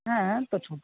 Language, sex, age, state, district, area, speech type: Bengali, female, 60+, West Bengal, Jhargram, rural, conversation